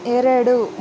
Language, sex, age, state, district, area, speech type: Kannada, female, 18-30, Karnataka, Chitradurga, urban, read